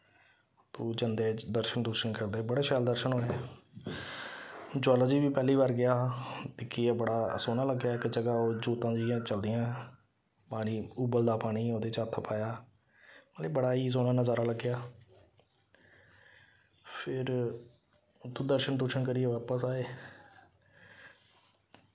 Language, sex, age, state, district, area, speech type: Dogri, male, 30-45, Jammu and Kashmir, Samba, rural, spontaneous